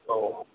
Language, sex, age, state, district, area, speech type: Bodo, male, 45-60, Assam, Chirang, urban, conversation